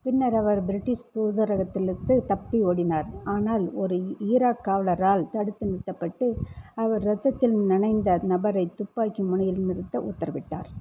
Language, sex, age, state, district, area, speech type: Tamil, female, 60+, Tamil Nadu, Erode, urban, read